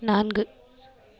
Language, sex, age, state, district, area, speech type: Tamil, female, 18-30, Tamil Nadu, Nagapattinam, rural, read